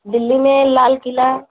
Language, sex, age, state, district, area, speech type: Hindi, female, 18-30, Uttar Pradesh, Mirzapur, rural, conversation